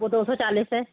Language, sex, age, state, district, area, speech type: Hindi, female, 60+, Rajasthan, Jaipur, urban, conversation